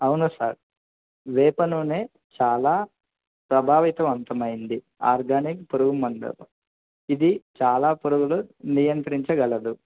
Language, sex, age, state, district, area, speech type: Telugu, male, 18-30, Andhra Pradesh, Kadapa, urban, conversation